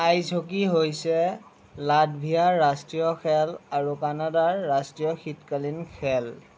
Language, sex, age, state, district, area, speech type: Assamese, male, 18-30, Assam, Morigaon, rural, read